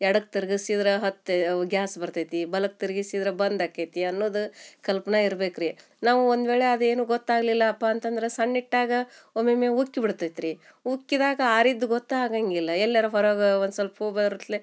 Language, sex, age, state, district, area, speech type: Kannada, female, 45-60, Karnataka, Gadag, rural, spontaneous